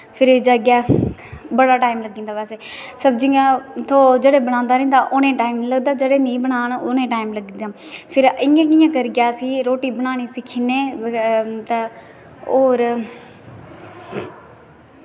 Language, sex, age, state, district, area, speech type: Dogri, female, 18-30, Jammu and Kashmir, Kathua, rural, spontaneous